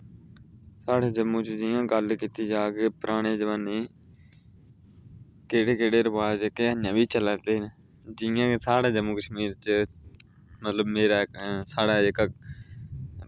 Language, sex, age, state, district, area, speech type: Dogri, male, 30-45, Jammu and Kashmir, Udhampur, rural, spontaneous